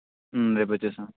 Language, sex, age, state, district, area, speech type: Telugu, male, 18-30, Telangana, Sangareddy, urban, conversation